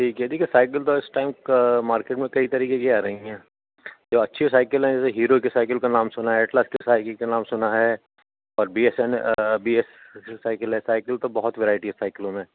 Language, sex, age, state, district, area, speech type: Urdu, male, 45-60, Uttar Pradesh, Rampur, urban, conversation